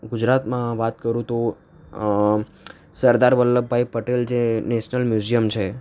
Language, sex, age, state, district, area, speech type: Gujarati, male, 18-30, Gujarat, Ahmedabad, urban, spontaneous